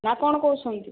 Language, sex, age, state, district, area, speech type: Odia, female, 18-30, Odisha, Kandhamal, rural, conversation